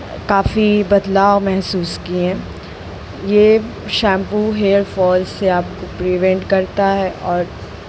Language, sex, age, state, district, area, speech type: Hindi, female, 18-30, Madhya Pradesh, Jabalpur, urban, spontaneous